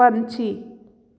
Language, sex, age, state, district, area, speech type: Punjabi, female, 18-30, Punjab, Fatehgarh Sahib, rural, read